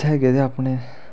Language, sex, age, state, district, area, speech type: Dogri, male, 30-45, Jammu and Kashmir, Reasi, rural, spontaneous